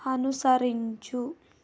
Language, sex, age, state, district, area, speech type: Telugu, female, 30-45, Telangana, Vikarabad, rural, read